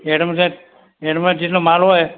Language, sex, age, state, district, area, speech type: Gujarati, male, 60+, Gujarat, Valsad, rural, conversation